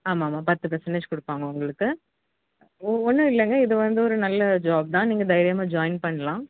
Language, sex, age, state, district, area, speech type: Tamil, female, 18-30, Tamil Nadu, Kanyakumari, urban, conversation